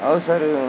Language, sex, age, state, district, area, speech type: Hindi, male, 45-60, Uttar Pradesh, Lucknow, rural, spontaneous